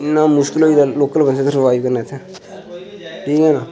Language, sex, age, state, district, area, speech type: Dogri, male, 18-30, Jammu and Kashmir, Udhampur, rural, spontaneous